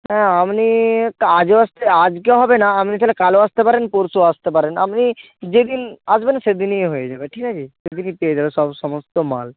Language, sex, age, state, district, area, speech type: Bengali, male, 18-30, West Bengal, Bankura, urban, conversation